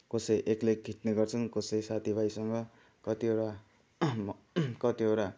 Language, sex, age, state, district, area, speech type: Nepali, male, 30-45, West Bengal, Kalimpong, rural, spontaneous